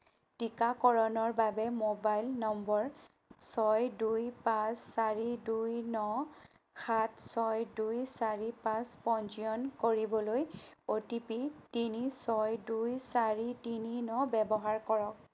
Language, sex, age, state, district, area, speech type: Assamese, female, 18-30, Assam, Sonitpur, urban, read